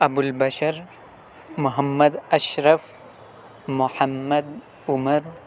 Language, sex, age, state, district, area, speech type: Urdu, male, 18-30, Delhi, South Delhi, urban, spontaneous